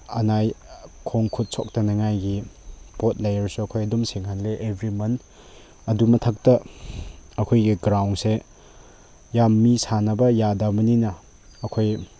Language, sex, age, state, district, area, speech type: Manipuri, male, 18-30, Manipur, Chandel, rural, spontaneous